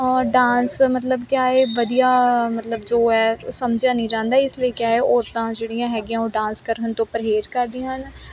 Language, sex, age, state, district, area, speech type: Punjabi, female, 18-30, Punjab, Kapurthala, urban, spontaneous